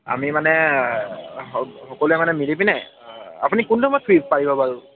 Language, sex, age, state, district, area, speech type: Assamese, male, 18-30, Assam, Dibrugarh, urban, conversation